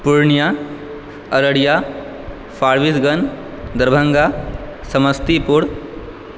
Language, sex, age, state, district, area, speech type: Maithili, male, 18-30, Bihar, Purnia, urban, spontaneous